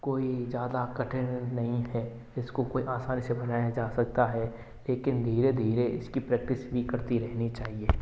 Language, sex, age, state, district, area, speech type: Hindi, male, 18-30, Rajasthan, Bharatpur, rural, spontaneous